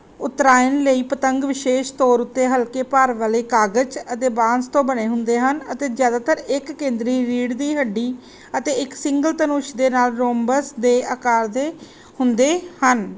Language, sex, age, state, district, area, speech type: Punjabi, female, 30-45, Punjab, Gurdaspur, rural, read